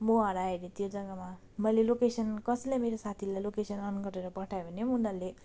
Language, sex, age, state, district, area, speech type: Nepali, female, 30-45, West Bengal, Darjeeling, rural, spontaneous